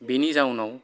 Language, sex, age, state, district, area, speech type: Bodo, male, 45-60, Assam, Kokrajhar, urban, spontaneous